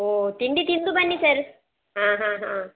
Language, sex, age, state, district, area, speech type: Kannada, female, 60+, Karnataka, Dakshina Kannada, rural, conversation